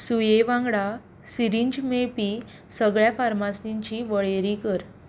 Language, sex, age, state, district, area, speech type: Goan Konkani, female, 18-30, Goa, Quepem, rural, read